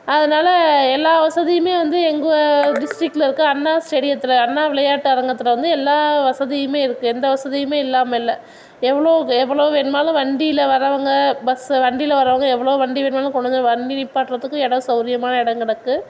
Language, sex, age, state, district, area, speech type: Tamil, female, 60+, Tamil Nadu, Mayiladuthurai, urban, spontaneous